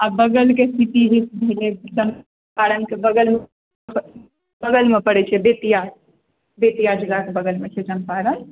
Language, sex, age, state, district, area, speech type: Maithili, female, 30-45, Bihar, Purnia, urban, conversation